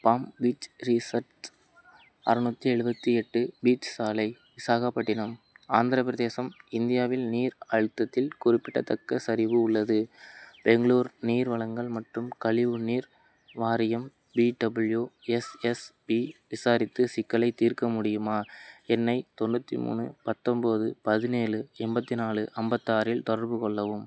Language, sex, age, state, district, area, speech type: Tamil, male, 18-30, Tamil Nadu, Madurai, rural, read